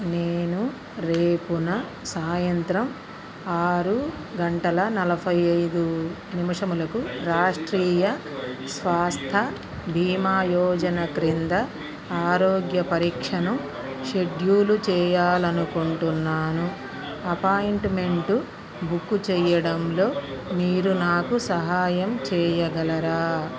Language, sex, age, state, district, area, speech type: Telugu, female, 45-60, Andhra Pradesh, Bapatla, urban, read